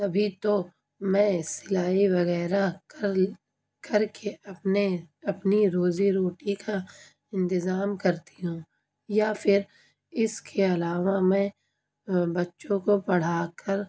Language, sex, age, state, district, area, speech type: Urdu, female, 30-45, Uttar Pradesh, Lucknow, urban, spontaneous